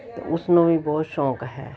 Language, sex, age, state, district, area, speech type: Punjabi, female, 60+, Punjab, Jalandhar, urban, spontaneous